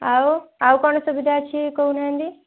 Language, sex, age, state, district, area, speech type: Odia, female, 18-30, Odisha, Kendujhar, urban, conversation